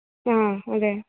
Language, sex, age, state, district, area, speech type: Malayalam, female, 30-45, Kerala, Palakkad, rural, conversation